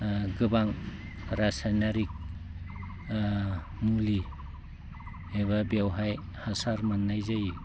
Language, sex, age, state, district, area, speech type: Bodo, male, 45-60, Assam, Udalguri, rural, spontaneous